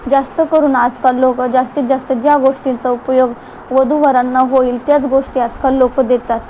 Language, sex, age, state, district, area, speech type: Marathi, female, 18-30, Maharashtra, Ratnagiri, urban, spontaneous